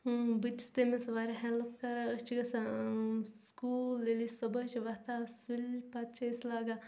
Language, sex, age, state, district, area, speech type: Kashmiri, female, 18-30, Jammu and Kashmir, Bandipora, rural, spontaneous